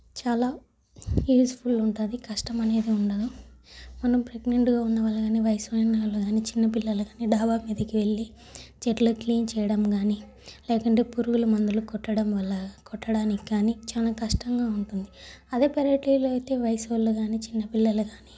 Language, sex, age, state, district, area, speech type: Telugu, female, 18-30, Andhra Pradesh, Sri Balaji, urban, spontaneous